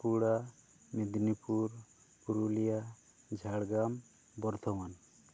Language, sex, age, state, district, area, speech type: Santali, male, 30-45, West Bengal, Bankura, rural, spontaneous